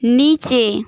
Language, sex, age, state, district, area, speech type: Bengali, female, 18-30, West Bengal, Nadia, rural, read